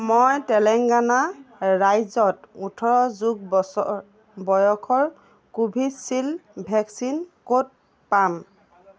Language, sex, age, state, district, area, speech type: Assamese, female, 45-60, Assam, Golaghat, rural, read